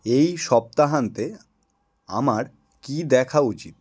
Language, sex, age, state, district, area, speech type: Bengali, male, 18-30, West Bengal, Howrah, urban, read